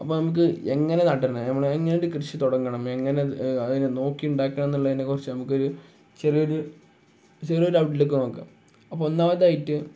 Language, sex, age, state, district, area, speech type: Malayalam, male, 18-30, Kerala, Kozhikode, rural, spontaneous